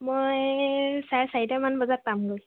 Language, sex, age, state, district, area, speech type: Assamese, female, 30-45, Assam, Tinsukia, rural, conversation